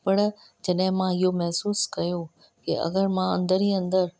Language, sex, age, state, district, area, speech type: Sindhi, female, 45-60, Maharashtra, Thane, urban, spontaneous